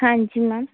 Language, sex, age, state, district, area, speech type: Punjabi, female, 18-30, Punjab, Fazilka, urban, conversation